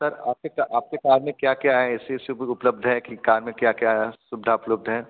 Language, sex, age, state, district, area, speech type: Hindi, male, 18-30, Uttar Pradesh, Bhadohi, urban, conversation